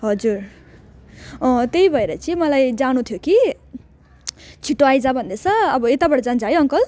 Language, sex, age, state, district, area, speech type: Nepali, female, 18-30, West Bengal, Jalpaiguri, rural, spontaneous